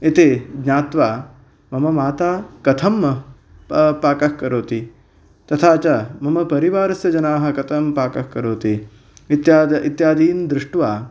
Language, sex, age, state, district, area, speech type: Sanskrit, male, 30-45, Karnataka, Uttara Kannada, urban, spontaneous